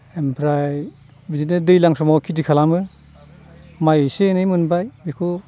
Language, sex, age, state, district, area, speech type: Bodo, male, 60+, Assam, Chirang, rural, spontaneous